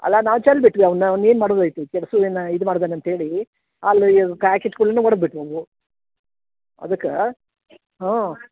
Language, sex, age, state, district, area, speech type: Kannada, female, 60+, Karnataka, Dharwad, rural, conversation